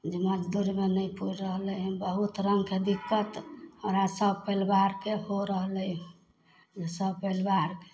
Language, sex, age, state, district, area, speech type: Maithili, female, 45-60, Bihar, Samastipur, rural, spontaneous